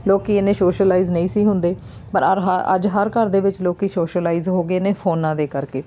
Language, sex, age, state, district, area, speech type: Punjabi, female, 30-45, Punjab, Amritsar, urban, spontaneous